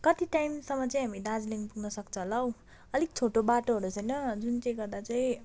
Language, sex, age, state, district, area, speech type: Nepali, female, 30-45, West Bengal, Darjeeling, rural, spontaneous